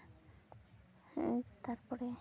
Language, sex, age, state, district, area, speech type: Santali, female, 18-30, West Bengal, Purulia, rural, spontaneous